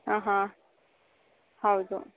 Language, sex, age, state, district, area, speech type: Kannada, female, 18-30, Karnataka, Chikkaballapur, urban, conversation